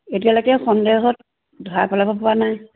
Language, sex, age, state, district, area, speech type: Assamese, female, 60+, Assam, Lakhimpur, urban, conversation